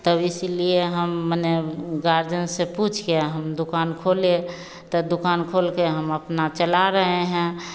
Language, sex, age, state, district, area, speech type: Hindi, female, 45-60, Bihar, Begusarai, urban, spontaneous